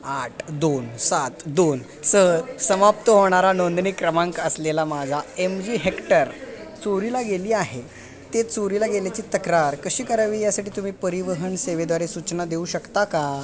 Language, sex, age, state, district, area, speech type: Marathi, male, 18-30, Maharashtra, Sangli, urban, read